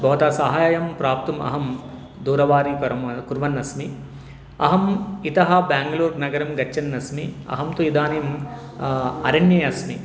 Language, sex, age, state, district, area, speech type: Sanskrit, male, 30-45, Telangana, Medchal, urban, spontaneous